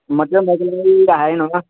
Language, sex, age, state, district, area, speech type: Marathi, male, 18-30, Maharashtra, Sangli, urban, conversation